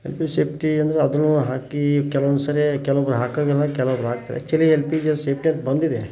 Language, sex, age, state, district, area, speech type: Kannada, male, 30-45, Karnataka, Koppal, rural, spontaneous